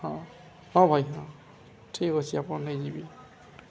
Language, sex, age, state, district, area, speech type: Odia, male, 18-30, Odisha, Balangir, urban, spontaneous